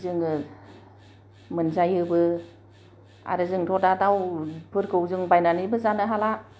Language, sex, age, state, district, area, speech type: Bodo, female, 45-60, Assam, Kokrajhar, urban, spontaneous